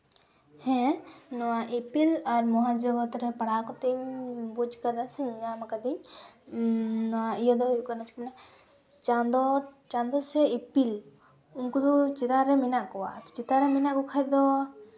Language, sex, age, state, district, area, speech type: Santali, female, 18-30, West Bengal, Purulia, rural, spontaneous